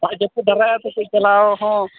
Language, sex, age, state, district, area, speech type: Santali, male, 45-60, Odisha, Mayurbhanj, rural, conversation